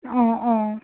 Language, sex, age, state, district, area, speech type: Assamese, female, 18-30, Assam, Dhemaji, rural, conversation